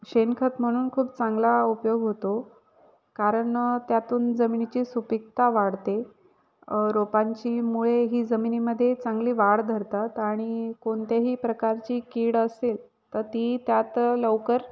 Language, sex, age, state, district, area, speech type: Marathi, female, 30-45, Maharashtra, Nashik, urban, spontaneous